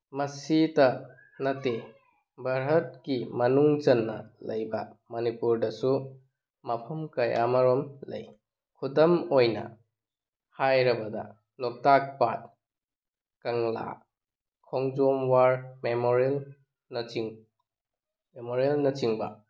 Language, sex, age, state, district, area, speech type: Manipuri, male, 30-45, Manipur, Tengnoupal, rural, spontaneous